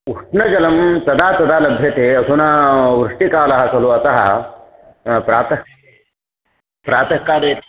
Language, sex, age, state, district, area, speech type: Sanskrit, male, 45-60, Karnataka, Uttara Kannada, rural, conversation